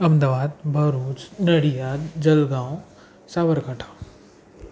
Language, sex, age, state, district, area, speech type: Sindhi, male, 18-30, Gujarat, Surat, urban, spontaneous